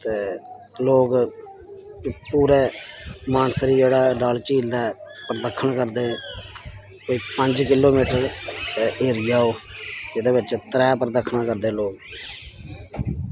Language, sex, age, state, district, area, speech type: Dogri, male, 30-45, Jammu and Kashmir, Samba, rural, spontaneous